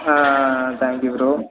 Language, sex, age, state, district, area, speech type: Tamil, male, 18-30, Tamil Nadu, Perambalur, rural, conversation